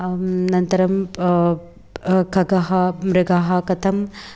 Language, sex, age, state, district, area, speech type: Sanskrit, female, 18-30, Karnataka, Dharwad, urban, spontaneous